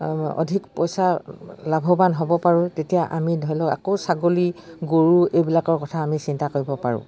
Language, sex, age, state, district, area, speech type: Assamese, female, 60+, Assam, Dibrugarh, rural, spontaneous